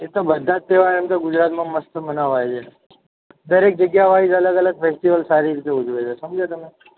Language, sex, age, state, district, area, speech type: Gujarati, male, 18-30, Gujarat, Ahmedabad, urban, conversation